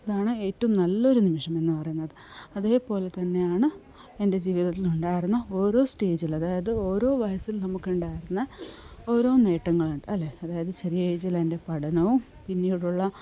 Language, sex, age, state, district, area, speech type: Malayalam, female, 45-60, Kerala, Kasaragod, rural, spontaneous